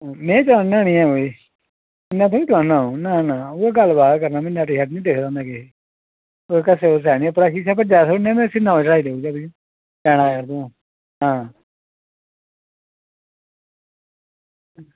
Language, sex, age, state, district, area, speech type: Dogri, female, 45-60, Jammu and Kashmir, Reasi, rural, conversation